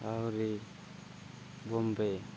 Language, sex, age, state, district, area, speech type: Odia, male, 30-45, Odisha, Nabarangpur, urban, spontaneous